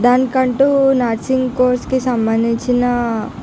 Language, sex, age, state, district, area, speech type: Telugu, female, 45-60, Andhra Pradesh, Visakhapatnam, urban, spontaneous